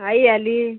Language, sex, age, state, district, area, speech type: Marathi, female, 30-45, Maharashtra, Washim, rural, conversation